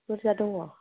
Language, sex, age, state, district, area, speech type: Bodo, female, 30-45, Assam, Chirang, rural, conversation